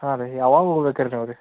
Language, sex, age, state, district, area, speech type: Kannada, male, 30-45, Karnataka, Belgaum, rural, conversation